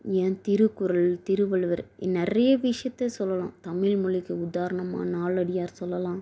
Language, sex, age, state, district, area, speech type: Tamil, female, 18-30, Tamil Nadu, Dharmapuri, rural, spontaneous